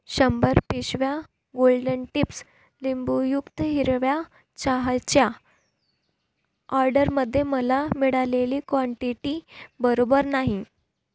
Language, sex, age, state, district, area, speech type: Marathi, female, 18-30, Maharashtra, Nagpur, urban, read